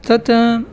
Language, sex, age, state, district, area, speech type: Sanskrit, male, 18-30, Tamil Nadu, Chennai, urban, spontaneous